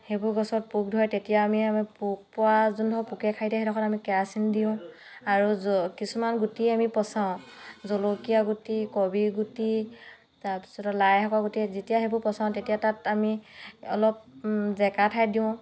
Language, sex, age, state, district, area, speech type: Assamese, female, 30-45, Assam, Dhemaji, rural, spontaneous